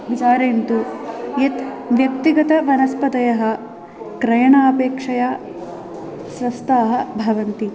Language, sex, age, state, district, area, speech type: Sanskrit, female, 18-30, Kerala, Palakkad, urban, spontaneous